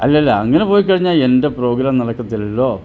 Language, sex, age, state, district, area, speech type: Malayalam, male, 60+, Kerala, Pathanamthitta, rural, spontaneous